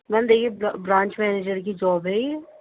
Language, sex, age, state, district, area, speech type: Urdu, female, 18-30, Delhi, Central Delhi, urban, conversation